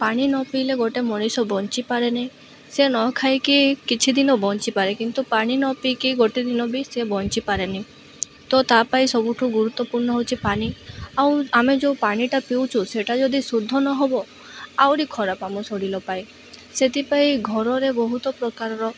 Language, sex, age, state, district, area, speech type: Odia, female, 18-30, Odisha, Malkangiri, urban, spontaneous